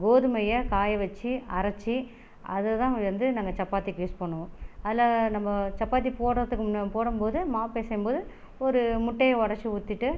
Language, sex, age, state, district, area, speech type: Tamil, female, 30-45, Tamil Nadu, Tiruchirappalli, rural, spontaneous